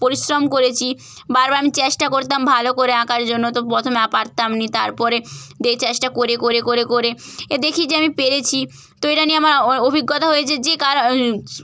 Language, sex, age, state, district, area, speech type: Bengali, female, 30-45, West Bengal, Purba Medinipur, rural, spontaneous